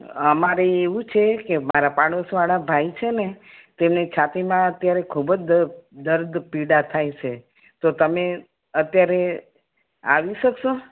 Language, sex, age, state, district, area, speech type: Gujarati, female, 60+, Gujarat, Kheda, rural, conversation